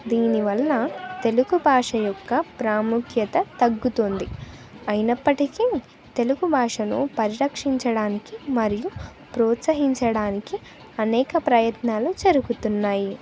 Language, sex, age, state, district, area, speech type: Telugu, female, 18-30, Andhra Pradesh, Sri Satya Sai, urban, spontaneous